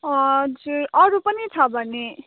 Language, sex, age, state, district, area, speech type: Nepali, female, 18-30, West Bengal, Kalimpong, rural, conversation